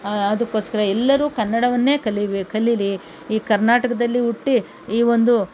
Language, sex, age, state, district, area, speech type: Kannada, female, 45-60, Karnataka, Kolar, rural, spontaneous